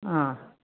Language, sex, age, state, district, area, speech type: Sanskrit, female, 60+, Karnataka, Mysore, urban, conversation